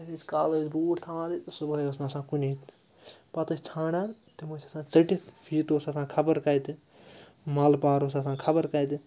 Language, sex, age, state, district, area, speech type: Kashmiri, male, 30-45, Jammu and Kashmir, Srinagar, urban, spontaneous